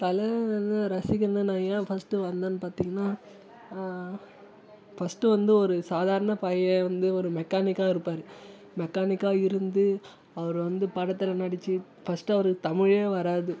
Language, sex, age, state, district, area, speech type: Tamil, male, 18-30, Tamil Nadu, Tiruvannamalai, rural, spontaneous